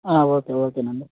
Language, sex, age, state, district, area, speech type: Telugu, male, 30-45, Telangana, Khammam, urban, conversation